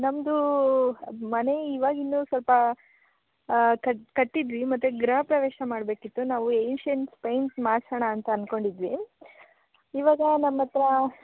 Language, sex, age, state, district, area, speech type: Kannada, female, 18-30, Karnataka, Hassan, rural, conversation